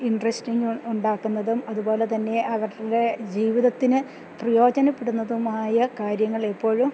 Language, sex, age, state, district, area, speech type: Malayalam, female, 60+, Kerala, Idukki, rural, spontaneous